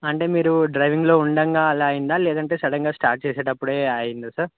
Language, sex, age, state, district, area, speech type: Telugu, male, 18-30, Telangana, Karimnagar, rural, conversation